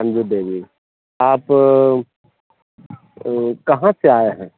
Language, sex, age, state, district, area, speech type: Hindi, male, 45-60, Bihar, Madhepura, rural, conversation